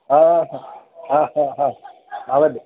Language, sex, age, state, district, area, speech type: Malayalam, male, 18-30, Kerala, Idukki, rural, conversation